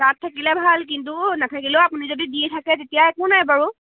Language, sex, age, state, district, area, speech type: Assamese, female, 18-30, Assam, Jorhat, urban, conversation